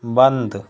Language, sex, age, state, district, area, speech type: Hindi, male, 18-30, Uttar Pradesh, Pratapgarh, rural, read